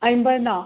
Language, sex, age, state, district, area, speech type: Malayalam, female, 45-60, Kerala, Malappuram, rural, conversation